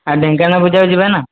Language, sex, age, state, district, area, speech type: Odia, male, 18-30, Odisha, Dhenkanal, rural, conversation